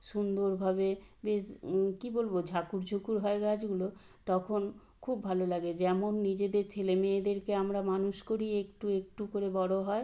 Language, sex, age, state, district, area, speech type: Bengali, female, 60+, West Bengal, Purba Medinipur, rural, spontaneous